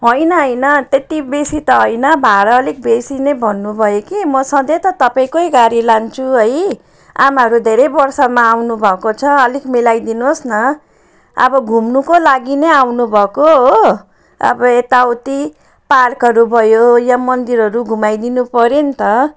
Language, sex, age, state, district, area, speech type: Nepali, female, 45-60, West Bengal, Jalpaiguri, rural, spontaneous